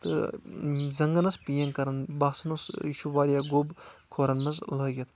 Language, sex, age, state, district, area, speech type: Kashmiri, male, 18-30, Jammu and Kashmir, Anantnag, rural, spontaneous